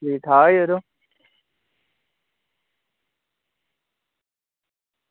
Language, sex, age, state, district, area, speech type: Dogri, male, 18-30, Jammu and Kashmir, Udhampur, rural, conversation